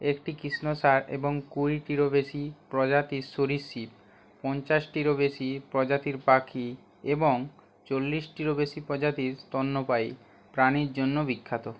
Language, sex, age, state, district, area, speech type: Bengali, male, 18-30, West Bengal, Hooghly, urban, read